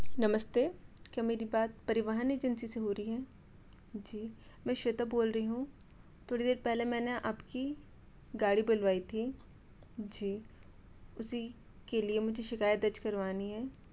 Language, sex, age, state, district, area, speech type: Hindi, female, 18-30, Madhya Pradesh, Bhopal, urban, spontaneous